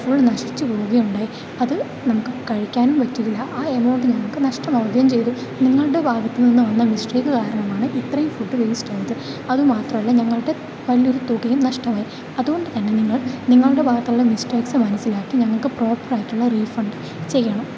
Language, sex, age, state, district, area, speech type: Malayalam, female, 18-30, Kerala, Kozhikode, rural, spontaneous